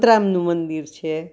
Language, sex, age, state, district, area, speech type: Gujarati, female, 60+, Gujarat, Anand, urban, spontaneous